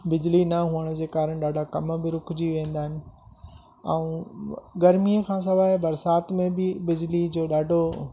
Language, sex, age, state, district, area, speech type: Sindhi, male, 45-60, Rajasthan, Ajmer, rural, spontaneous